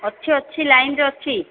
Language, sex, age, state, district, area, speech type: Odia, female, 45-60, Odisha, Sundergarh, rural, conversation